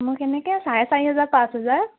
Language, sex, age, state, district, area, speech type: Assamese, female, 30-45, Assam, Biswanath, rural, conversation